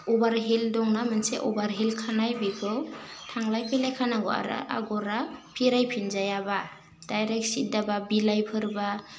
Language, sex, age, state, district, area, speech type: Bodo, female, 30-45, Assam, Udalguri, rural, spontaneous